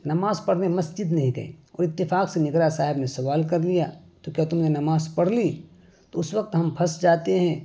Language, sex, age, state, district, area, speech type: Urdu, male, 18-30, Bihar, Araria, rural, spontaneous